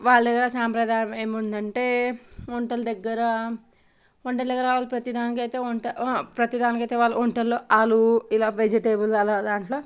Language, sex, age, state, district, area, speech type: Telugu, female, 18-30, Telangana, Nalgonda, urban, spontaneous